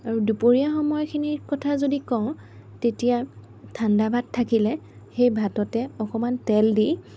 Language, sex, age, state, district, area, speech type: Assamese, female, 18-30, Assam, Lakhimpur, urban, spontaneous